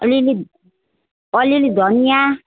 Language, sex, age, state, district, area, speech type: Nepali, female, 60+, West Bengal, Darjeeling, rural, conversation